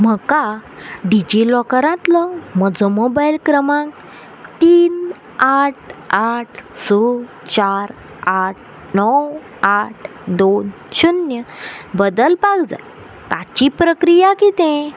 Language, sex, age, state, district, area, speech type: Goan Konkani, female, 30-45, Goa, Quepem, rural, read